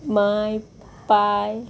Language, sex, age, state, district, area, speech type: Goan Konkani, female, 30-45, Goa, Murmgao, rural, spontaneous